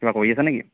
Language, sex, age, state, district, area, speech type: Assamese, male, 18-30, Assam, Lakhimpur, rural, conversation